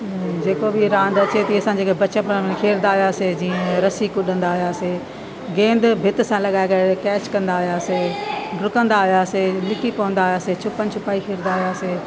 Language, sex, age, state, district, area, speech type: Sindhi, female, 60+, Delhi, South Delhi, rural, spontaneous